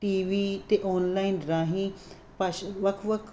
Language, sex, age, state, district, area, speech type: Punjabi, female, 45-60, Punjab, Fazilka, rural, spontaneous